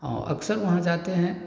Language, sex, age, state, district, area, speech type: Hindi, male, 30-45, Bihar, Samastipur, rural, spontaneous